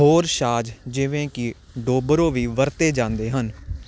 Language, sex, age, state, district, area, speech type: Punjabi, male, 18-30, Punjab, Hoshiarpur, urban, read